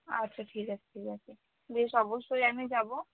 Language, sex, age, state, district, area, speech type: Bengali, female, 18-30, West Bengal, Cooch Behar, rural, conversation